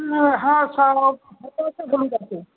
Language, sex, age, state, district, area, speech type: Bengali, male, 45-60, West Bengal, Hooghly, rural, conversation